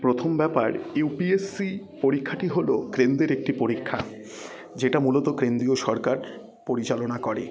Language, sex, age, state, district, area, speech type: Bengali, male, 30-45, West Bengal, Jalpaiguri, rural, spontaneous